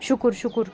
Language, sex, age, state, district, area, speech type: Kashmiri, female, 45-60, Jammu and Kashmir, Srinagar, urban, spontaneous